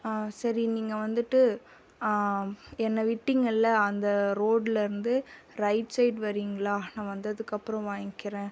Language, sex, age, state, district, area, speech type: Tamil, female, 18-30, Tamil Nadu, Salem, rural, spontaneous